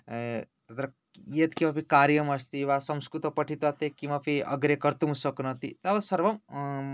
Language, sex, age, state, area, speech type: Sanskrit, male, 18-30, Odisha, rural, spontaneous